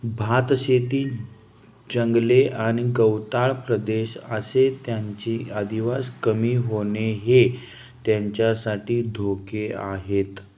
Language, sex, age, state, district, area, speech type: Marathi, male, 30-45, Maharashtra, Satara, rural, read